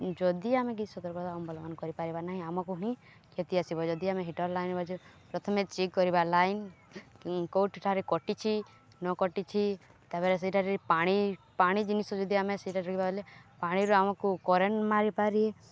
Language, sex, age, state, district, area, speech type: Odia, female, 18-30, Odisha, Balangir, urban, spontaneous